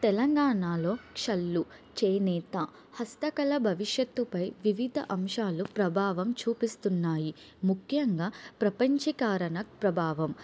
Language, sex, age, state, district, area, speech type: Telugu, female, 18-30, Telangana, Adilabad, urban, spontaneous